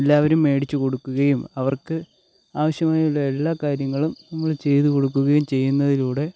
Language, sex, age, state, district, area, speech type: Malayalam, male, 18-30, Kerala, Kottayam, rural, spontaneous